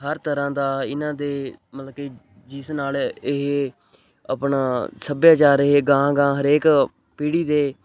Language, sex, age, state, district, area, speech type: Punjabi, male, 18-30, Punjab, Hoshiarpur, rural, spontaneous